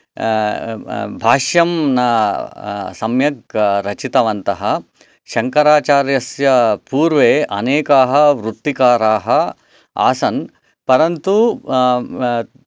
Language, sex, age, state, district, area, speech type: Sanskrit, male, 30-45, Karnataka, Chikkaballapur, urban, spontaneous